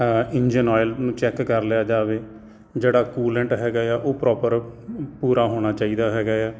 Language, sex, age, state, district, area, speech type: Punjabi, male, 45-60, Punjab, Jalandhar, urban, spontaneous